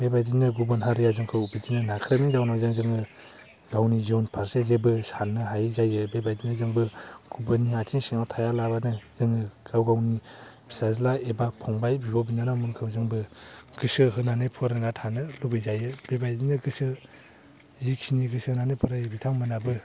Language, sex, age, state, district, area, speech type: Bodo, male, 18-30, Assam, Baksa, rural, spontaneous